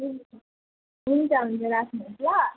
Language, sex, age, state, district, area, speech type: Nepali, female, 18-30, West Bengal, Jalpaiguri, rural, conversation